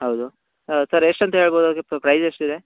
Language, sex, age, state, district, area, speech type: Kannada, male, 18-30, Karnataka, Uttara Kannada, rural, conversation